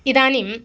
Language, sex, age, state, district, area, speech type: Sanskrit, female, 30-45, Telangana, Mahbubnagar, urban, spontaneous